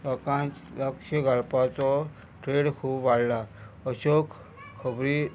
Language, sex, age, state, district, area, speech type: Goan Konkani, male, 45-60, Goa, Murmgao, rural, spontaneous